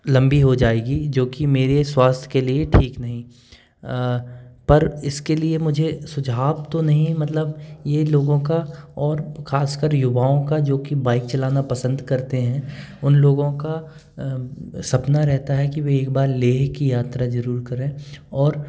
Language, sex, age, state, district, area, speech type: Hindi, male, 18-30, Madhya Pradesh, Bhopal, urban, spontaneous